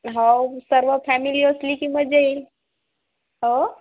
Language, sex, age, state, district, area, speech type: Marathi, female, 18-30, Maharashtra, Washim, urban, conversation